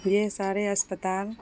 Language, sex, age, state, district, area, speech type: Urdu, female, 30-45, Bihar, Saharsa, rural, spontaneous